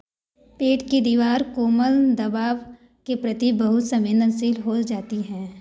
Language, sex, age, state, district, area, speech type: Hindi, female, 18-30, Uttar Pradesh, Varanasi, rural, read